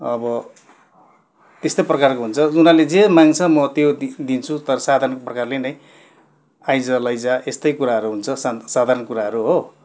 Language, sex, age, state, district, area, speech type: Nepali, male, 45-60, West Bengal, Darjeeling, rural, spontaneous